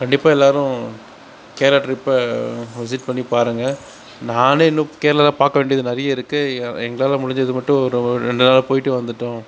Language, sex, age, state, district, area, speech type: Tamil, male, 60+, Tamil Nadu, Mayiladuthurai, rural, spontaneous